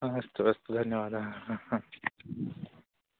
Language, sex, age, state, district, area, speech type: Sanskrit, male, 18-30, West Bengal, Cooch Behar, rural, conversation